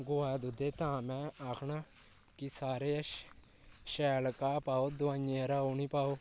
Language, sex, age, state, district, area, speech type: Dogri, male, 18-30, Jammu and Kashmir, Kathua, rural, spontaneous